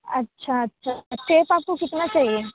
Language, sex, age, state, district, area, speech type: Urdu, female, 30-45, Uttar Pradesh, Aligarh, rural, conversation